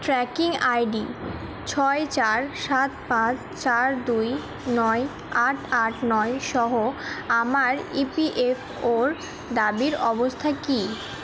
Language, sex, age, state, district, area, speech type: Bengali, female, 18-30, West Bengal, Purba Bardhaman, urban, read